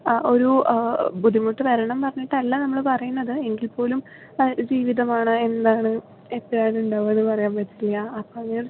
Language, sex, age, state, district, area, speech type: Malayalam, female, 18-30, Kerala, Palakkad, rural, conversation